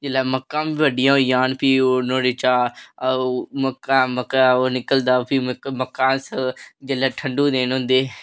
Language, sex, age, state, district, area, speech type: Dogri, male, 18-30, Jammu and Kashmir, Reasi, rural, spontaneous